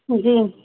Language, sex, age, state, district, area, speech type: Hindi, female, 18-30, Uttar Pradesh, Azamgarh, urban, conversation